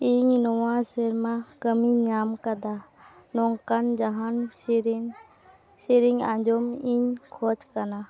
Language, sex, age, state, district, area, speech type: Santali, female, 18-30, West Bengal, Dakshin Dinajpur, rural, read